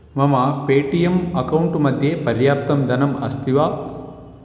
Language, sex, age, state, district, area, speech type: Sanskrit, male, 18-30, Telangana, Vikarabad, urban, read